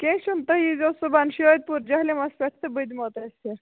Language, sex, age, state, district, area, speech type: Kashmiri, female, 18-30, Jammu and Kashmir, Baramulla, rural, conversation